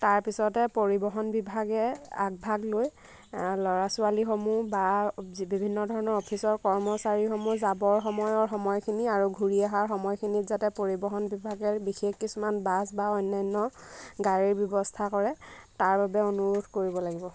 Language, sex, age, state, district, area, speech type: Assamese, female, 18-30, Assam, Lakhimpur, rural, spontaneous